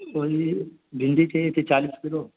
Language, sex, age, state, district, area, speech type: Urdu, male, 18-30, Uttar Pradesh, Balrampur, rural, conversation